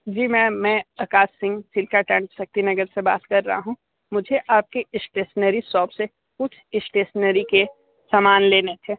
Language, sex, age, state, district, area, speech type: Hindi, male, 18-30, Uttar Pradesh, Sonbhadra, rural, conversation